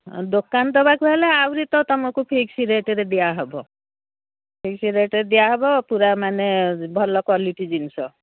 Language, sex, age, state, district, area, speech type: Odia, female, 60+, Odisha, Jharsuguda, rural, conversation